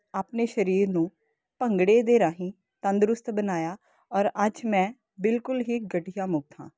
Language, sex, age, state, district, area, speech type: Punjabi, female, 30-45, Punjab, Kapurthala, urban, spontaneous